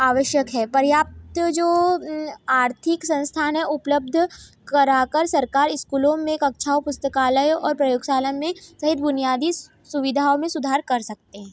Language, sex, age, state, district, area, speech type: Hindi, female, 18-30, Madhya Pradesh, Ujjain, urban, spontaneous